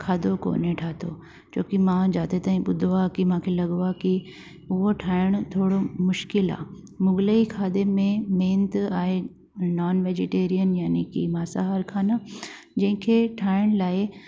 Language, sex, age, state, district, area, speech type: Sindhi, female, 45-60, Delhi, South Delhi, urban, spontaneous